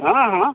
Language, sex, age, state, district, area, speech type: Hindi, male, 60+, Bihar, Begusarai, rural, conversation